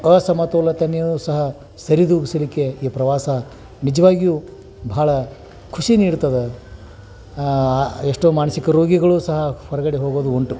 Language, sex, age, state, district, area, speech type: Kannada, male, 45-60, Karnataka, Dharwad, urban, spontaneous